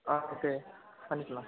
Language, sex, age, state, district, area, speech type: Tamil, male, 18-30, Tamil Nadu, Perambalur, urban, conversation